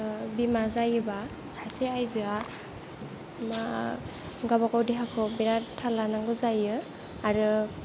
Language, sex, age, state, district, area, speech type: Bodo, female, 18-30, Assam, Kokrajhar, rural, spontaneous